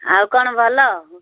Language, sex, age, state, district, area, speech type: Odia, female, 60+, Odisha, Gajapati, rural, conversation